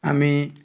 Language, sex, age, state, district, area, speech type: Odia, male, 30-45, Odisha, Nuapada, urban, spontaneous